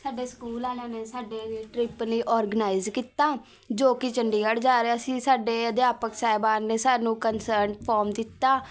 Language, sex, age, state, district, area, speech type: Punjabi, female, 18-30, Punjab, Patiala, urban, spontaneous